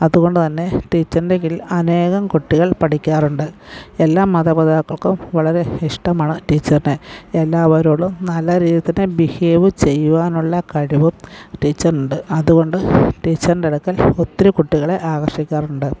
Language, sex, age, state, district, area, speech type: Malayalam, female, 45-60, Kerala, Pathanamthitta, rural, spontaneous